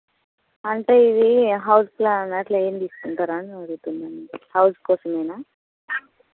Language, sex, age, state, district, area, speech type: Telugu, female, 30-45, Telangana, Hanamkonda, rural, conversation